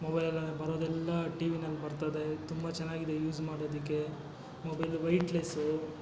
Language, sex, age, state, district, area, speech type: Kannada, male, 60+, Karnataka, Kolar, rural, spontaneous